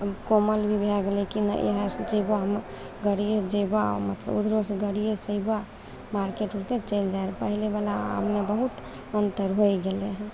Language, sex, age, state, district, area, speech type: Maithili, female, 18-30, Bihar, Begusarai, rural, spontaneous